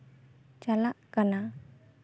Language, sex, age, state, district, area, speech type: Santali, female, 18-30, West Bengal, Bankura, rural, spontaneous